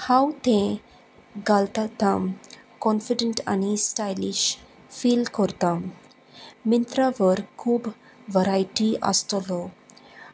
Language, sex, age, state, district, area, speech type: Goan Konkani, female, 30-45, Goa, Salcete, rural, spontaneous